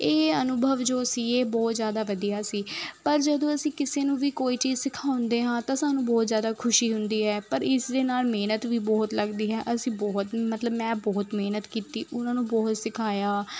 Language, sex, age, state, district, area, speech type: Punjabi, female, 18-30, Punjab, Kapurthala, urban, spontaneous